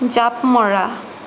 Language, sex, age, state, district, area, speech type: Assamese, female, 18-30, Assam, Morigaon, rural, read